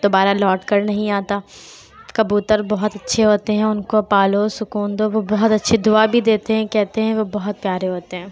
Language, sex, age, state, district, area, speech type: Urdu, female, 18-30, Uttar Pradesh, Lucknow, rural, spontaneous